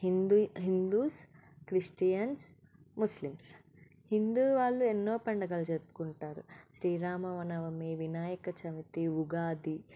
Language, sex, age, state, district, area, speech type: Telugu, female, 18-30, Telangana, Medak, rural, spontaneous